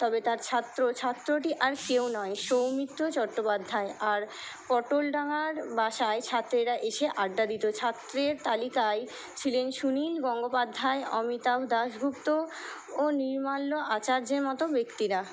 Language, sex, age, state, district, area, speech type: Bengali, female, 60+, West Bengal, Purba Bardhaman, urban, spontaneous